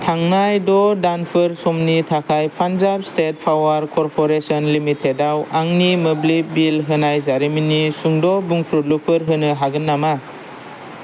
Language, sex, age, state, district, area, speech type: Bodo, male, 18-30, Assam, Kokrajhar, urban, read